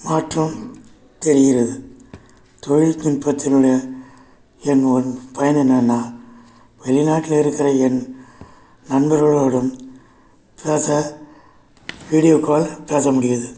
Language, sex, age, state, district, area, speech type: Tamil, male, 60+, Tamil Nadu, Viluppuram, urban, spontaneous